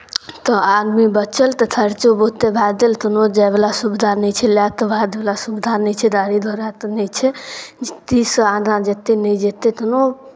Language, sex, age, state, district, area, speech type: Maithili, female, 18-30, Bihar, Darbhanga, rural, spontaneous